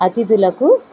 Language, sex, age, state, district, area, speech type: Telugu, female, 45-60, Andhra Pradesh, East Godavari, rural, spontaneous